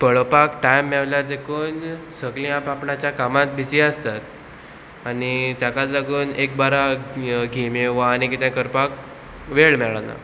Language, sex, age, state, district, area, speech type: Goan Konkani, male, 18-30, Goa, Murmgao, rural, spontaneous